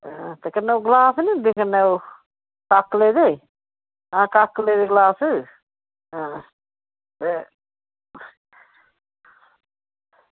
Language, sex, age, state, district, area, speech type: Dogri, female, 60+, Jammu and Kashmir, Udhampur, rural, conversation